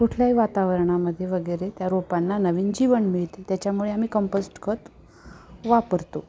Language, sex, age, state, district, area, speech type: Marathi, female, 45-60, Maharashtra, Osmanabad, rural, spontaneous